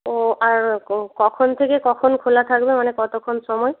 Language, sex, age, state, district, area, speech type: Bengali, female, 18-30, West Bengal, Purba Medinipur, rural, conversation